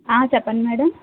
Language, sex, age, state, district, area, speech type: Telugu, female, 60+, Andhra Pradesh, Kakinada, rural, conversation